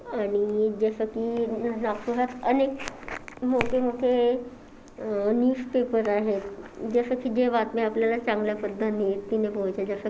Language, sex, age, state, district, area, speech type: Marathi, female, 30-45, Maharashtra, Nagpur, urban, spontaneous